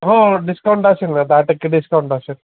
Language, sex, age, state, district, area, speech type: Marathi, male, 30-45, Maharashtra, Osmanabad, rural, conversation